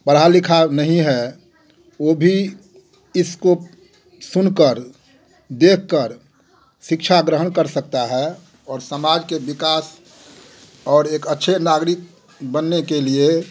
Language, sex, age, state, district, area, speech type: Hindi, male, 60+, Bihar, Darbhanga, rural, spontaneous